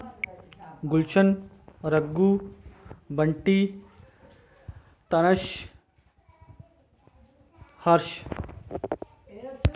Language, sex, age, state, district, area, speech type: Dogri, male, 30-45, Jammu and Kashmir, Samba, rural, spontaneous